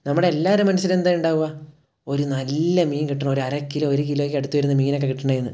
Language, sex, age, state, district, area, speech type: Malayalam, male, 18-30, Kerala, Wayanad, rural, spontaneous